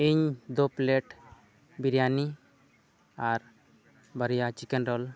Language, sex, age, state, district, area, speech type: Santali, male, 30-45, Jharkhand, East Singhbhum, rural, spontaneous